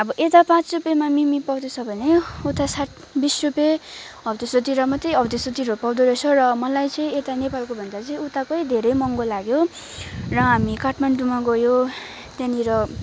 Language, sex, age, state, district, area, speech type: Nepali, female, 18-30, West Bengal, Kalimpong, rural, spontaneous